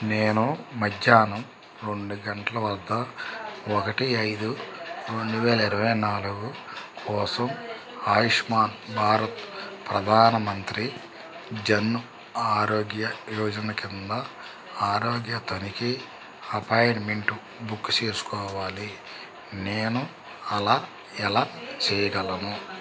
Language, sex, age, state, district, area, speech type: Telugu, male, 45-60, Andhra Pradesh, Krishna, rural, read